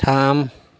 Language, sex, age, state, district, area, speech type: Bodo, male, 60+, Assam, Chirang, rural, read